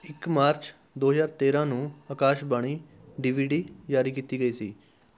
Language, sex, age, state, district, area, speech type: Punjabi, male, 18-30, Punjab, Rupnagar, rural, read